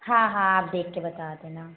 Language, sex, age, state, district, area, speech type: Hindi, female, 18-30, Madhya Pradesh, Hoshangabad, rural, conversation